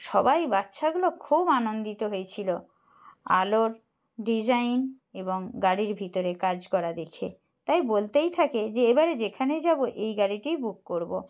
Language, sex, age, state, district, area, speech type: Bengali, female, 30-45, West Bengal, Purba Medinipur, rural, spontaneous